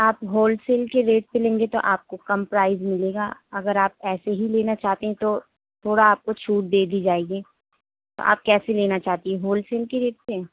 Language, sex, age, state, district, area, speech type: Urdu, female, 18-30, Delhi, North West Delhi, urban, conversation